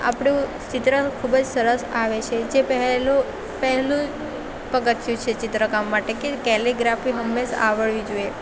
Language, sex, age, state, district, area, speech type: Gujarati, female, 18-30, Gujarat, Valsad, rural, spontaneous